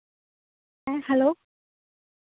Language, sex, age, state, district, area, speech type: Santali, female, 18-30, West Bengal, Bankura, rural, conversation